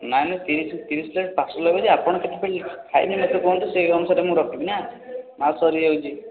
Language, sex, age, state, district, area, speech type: Odia, male, 18-30, Odisha, Puri, urban, conversation